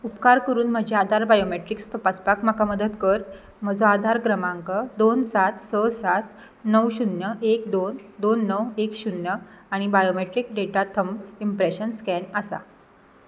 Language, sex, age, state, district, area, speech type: Goan Konkani, female, 18-30, Goa, Ponda, rural, read